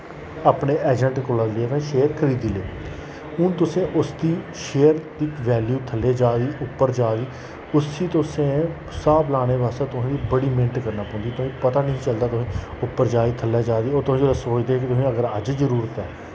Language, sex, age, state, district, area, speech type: Dogri, male, 30-45, Jammu and Kashmir, Jammu, rural, spontaneous